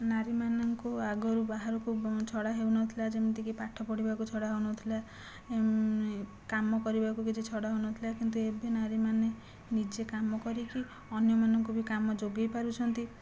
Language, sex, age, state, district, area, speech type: Odia, female, 18-30, Odisha, Jajpur, rural, spontaneous